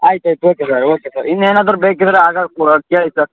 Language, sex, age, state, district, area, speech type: Kannada, male, 18-30, Karnataka, Bellary, rural, conversation